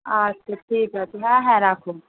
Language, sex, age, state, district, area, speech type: Bengali, female, 30-45, West Bengal, Kolkata, urban, conversation